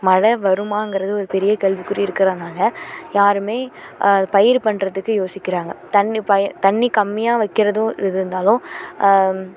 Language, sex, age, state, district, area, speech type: Tamil, female, 18-30, Tamil Nadu, Thanjavur, urban, spontaneous